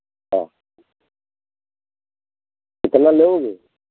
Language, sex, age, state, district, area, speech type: Hindi, male, 45-60, Uttar Pradesh, Pratapgarh, rural, conversation